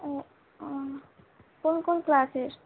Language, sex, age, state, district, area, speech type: Bengali, female, 18-30, West Bengal, Malda, urban, conversation